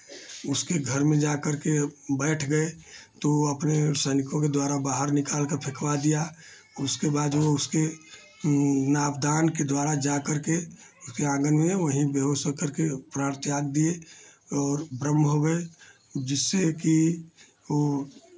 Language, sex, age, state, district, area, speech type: Hindi, male, 60+, Uttar Pradesh, Chandauli, urban, spontaneous